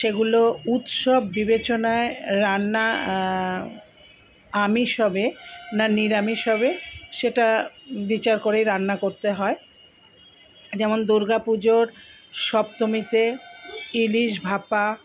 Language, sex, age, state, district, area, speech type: Bengali, female, 60+, West Bengal, Purba Bardhaman, urban, spontaneous